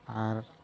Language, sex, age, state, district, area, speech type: Santali, male, 18-30, Jharkhand, Pakur, rural, spontaneous